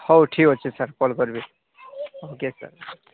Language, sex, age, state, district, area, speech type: Odia, male, 45-60, Odisha, Nuapada, urban, conversation